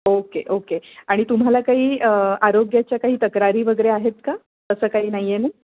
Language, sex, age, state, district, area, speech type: Marathi, female, 30-45, Maharashtra, Pune, urban, conversation